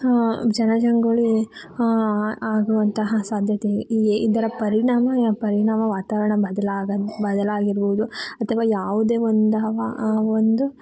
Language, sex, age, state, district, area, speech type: Kannada, female, 30-45, Karnataka, Tumkur, rural, spontaneous